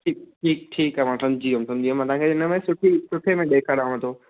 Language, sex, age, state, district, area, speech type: Sindhi, male, 18-30, Gujarat, Kutch, rural, conversation